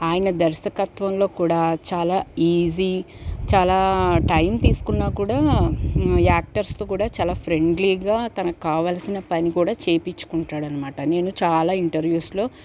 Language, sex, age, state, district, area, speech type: Telugu, female, 30-45, Andhra Pradesh, Guntur, rural, spontaneous